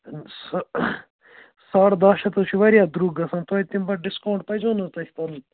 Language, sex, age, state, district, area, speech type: Kashmiri, male, 18-30, Jammu and Kashmir, Kupwara, rural, conversation